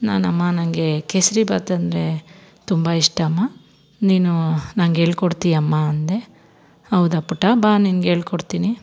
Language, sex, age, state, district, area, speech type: Kannada, female, 30-45, Karnataka, Bangalore Rural, rural, spontaneous